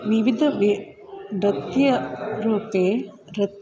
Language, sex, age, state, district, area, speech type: Sanskrit, female, 45-60, Karnataka, Shimoga, rural, spontaneous